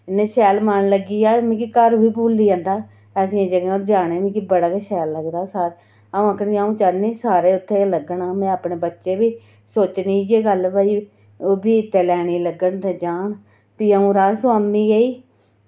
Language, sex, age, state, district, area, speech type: Dogri, female, 30-45, Jammu and Kashmir, Reasi, rural, spontaneous